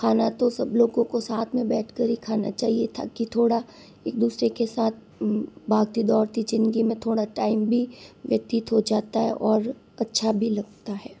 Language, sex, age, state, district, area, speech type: Hindi, female, 60+, Rajasthan, Jodhpur, urban, spontaneous